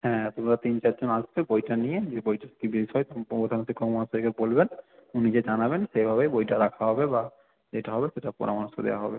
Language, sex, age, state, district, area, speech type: Bengali, male, 18-30, West Bengal, South 24 Parganas, rural, conversation